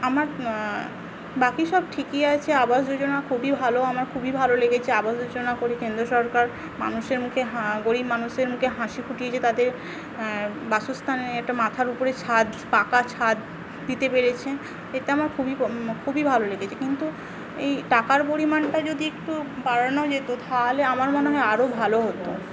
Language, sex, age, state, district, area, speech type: Bengali, female, 18-30, West Bengal, Paschim Medinipur, rural, spontaneous